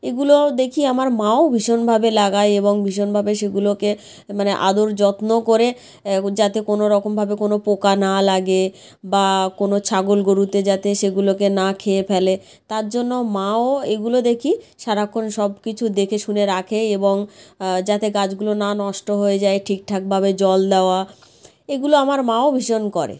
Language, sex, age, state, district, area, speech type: Bengali, female, 30-45, West Bengal, South 24 Parganas, rural, spontaneous